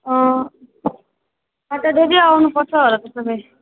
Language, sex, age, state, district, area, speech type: Nepali, male, 18-30, West Bengal, Alipurduar, urban, conversation